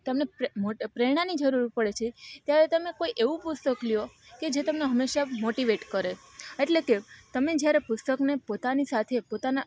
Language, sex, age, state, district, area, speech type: Gujarati, female, 30-45, Gujarat, Rajkot, rural, spontaneous